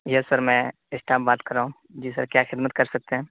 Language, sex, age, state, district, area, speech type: Urdu, male, 18-30, Uttar Pradesh, Saharanpur, urban, conversation